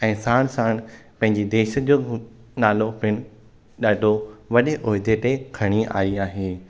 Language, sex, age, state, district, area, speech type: Sindhi, male, 18-30, Maharashtra, Thane, urban, spontaneous